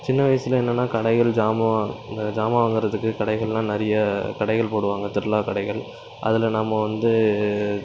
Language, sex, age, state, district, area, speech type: Tamil, male, 18-30, Tamil Nadu, Thoothukudi, rural, spontaneous